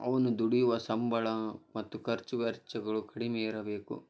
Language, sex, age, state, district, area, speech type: Kannada, male, 18-30, Karnataka, Koppal, rural, spontaneous